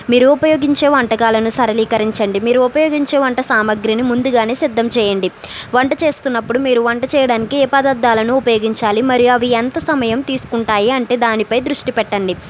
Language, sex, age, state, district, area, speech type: Telugu, female, 30-45, Andhra Pradesh, East Godavari, rural, spontaneous